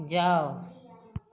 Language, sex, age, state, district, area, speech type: Maithili, female, 60+, Bihar, Madhepura, urban, read